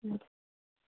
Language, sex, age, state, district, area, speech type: Nepali, female, 18-30, West Bengal, Kalimpong, rural, conversation